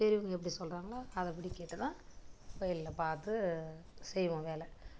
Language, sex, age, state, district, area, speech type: Tamil, female, 30-45, Tamil Nadu, Kallakurichi, rural, spontaneous